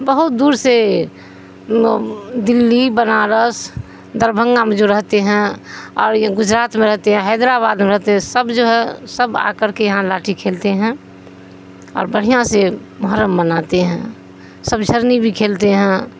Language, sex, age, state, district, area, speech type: Urdu, female, 60+, Bihar, Supaul, rural, spontaneous